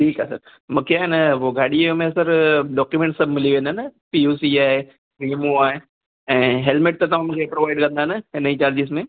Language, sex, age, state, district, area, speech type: Sindhi, male, 30-45, Gujarat, Kutch, urban, conversation